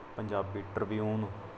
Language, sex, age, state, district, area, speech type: Punjabi, male, 18-30, Punjab, Mansa, rural, spontaneous